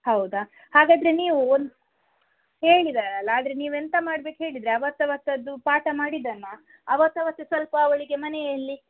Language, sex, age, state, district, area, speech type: Kannada, female, 18-30, Karnataka, Udupi, rural, conversation